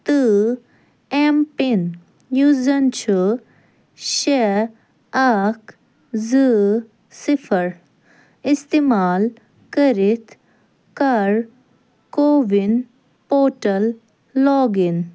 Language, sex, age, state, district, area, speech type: Kashmiri, female, 18-30, Jammu and Kashmir, Ganderbal, rural, read